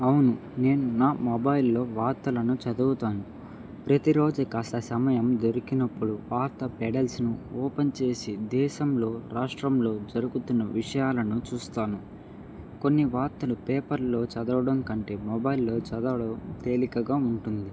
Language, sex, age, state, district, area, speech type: Telugu, male, 18-30, Andhra Pradesh, Nandyal, urban, spontaneous